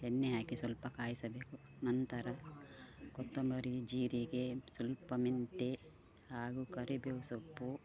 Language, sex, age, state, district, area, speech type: Kannada, female, 45-60, Karnataka, Udupi, rural, spontaneous